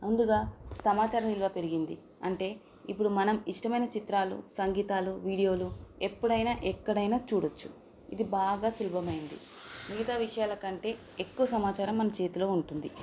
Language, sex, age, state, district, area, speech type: Telugu, female, 30-45, Telangana, Nagarkurnool, urban, spontaneous